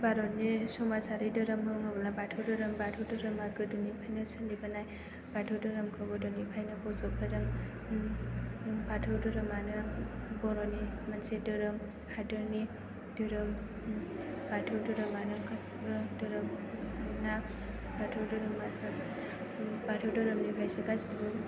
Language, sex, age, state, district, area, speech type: Bodo, female, 18-30, Assam, Chirang, rural, spontaneous